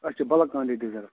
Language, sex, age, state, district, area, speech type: Kashmiri, male, 45-60, Jammu and Kashmir, Ganderbal, urban, conversation